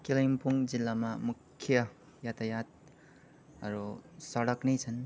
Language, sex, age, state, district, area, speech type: Nepali, male, 18-30, West Bengal, Kalimpong, rural, spontaneous